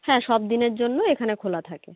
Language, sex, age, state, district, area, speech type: Bengali, female, 30-45, West Bengal, North 24 Parganas, rural, conversation